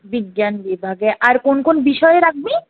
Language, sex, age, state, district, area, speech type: Bengali, female, 18-30, West Bengal, Purulia, urban, conversation